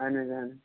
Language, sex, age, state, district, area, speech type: Kashmiri, male, 18-30, Jammu and Kashmir, Baramulla, rural, conversation